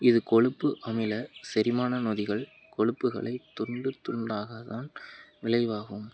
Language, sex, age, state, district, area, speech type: Tamil, male, 18-30, Tamil Nadu, Madurai, rural, read